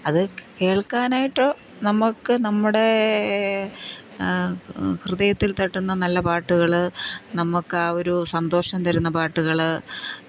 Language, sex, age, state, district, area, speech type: Malayalam, female, 45-60, Kerala, Thiruvananthapuram, rural, spontaneous